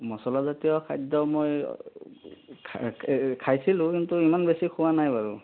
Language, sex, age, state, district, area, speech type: Assamese, male, 30-45, Assam, Sonitpur, rural, conversation